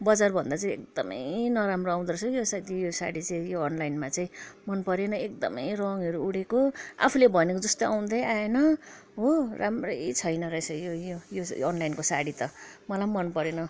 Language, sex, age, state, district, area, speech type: Nepali, female, 60+, West Bengal, Kalimpong, rural, spontaneous